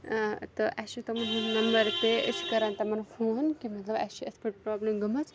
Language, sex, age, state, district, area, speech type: Kashmiri, female, 18-30, Jammu and Kashmir, Kupwara, rural, spontaneous